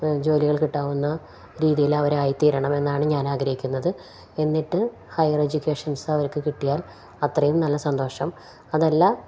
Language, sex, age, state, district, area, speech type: Malayalam, female, 45-60, Kerala, Palakkad, rural, spontaneous